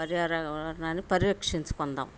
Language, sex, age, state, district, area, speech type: Telugu, female, 45-60, Andhra Pradesh, Bapatla, urban, spontaneous